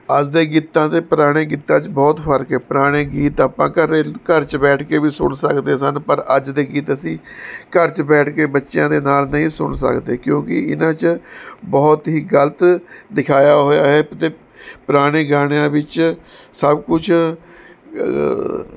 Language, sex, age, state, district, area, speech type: Punjabi, male, 45-60, Punjab, Mohali, urban, spontaneous